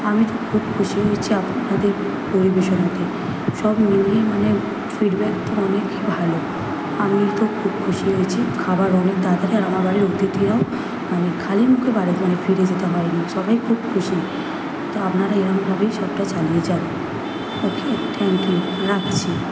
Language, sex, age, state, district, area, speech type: Bengali, female, 18-30, West Bengal, Kolkata, urban, spontaneous